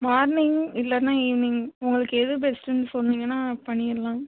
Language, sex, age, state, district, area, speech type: Tamil, female, 18-30, Tamil Nadu, Tiruchirappalli, rural, conversation